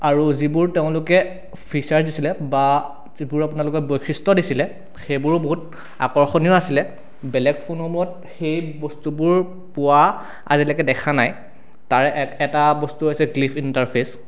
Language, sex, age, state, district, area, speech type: Assamese, male, 18-30, Assam, Sonitpur, rural, spontaneous